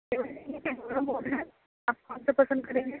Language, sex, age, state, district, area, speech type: Urdu, female, 18-30, Delhi, East Delhi, urban, conversation